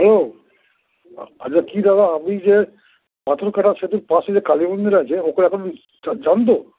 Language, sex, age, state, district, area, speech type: Bengali, male, 60+, West Bengal, Dakshin Dinajpur, rural, conversation